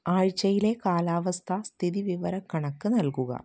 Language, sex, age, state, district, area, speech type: Malayalam, female, 30-45, Kerala, Ernakulam, rural, read